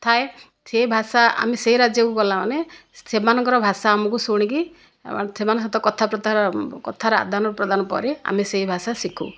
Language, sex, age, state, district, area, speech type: Odia, female, 60+, Odisha, Kandhamal, rural, spontaneous